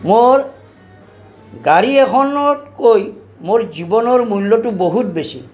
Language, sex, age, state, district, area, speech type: Assamese, male, 45-60, Assam, Nalbari, rural, spontaneous